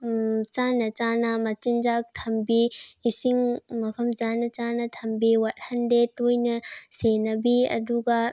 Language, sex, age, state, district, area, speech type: Manipuri, female, 18-30, Manipur, Bishnupur, rural, spontaneous